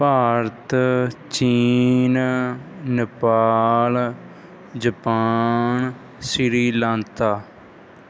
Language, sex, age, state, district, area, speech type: Punjabi, male, 30-45, Punjab, Bathinda, rural, spontaneous